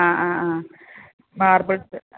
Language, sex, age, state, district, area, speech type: Malayalam, female, 30-45, Kerala, Malappuram, urban, conversation